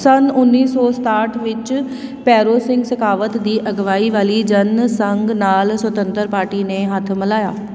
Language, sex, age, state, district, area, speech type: Punjabi, female, 30-45, Punjab, Tarn Taran, urban, read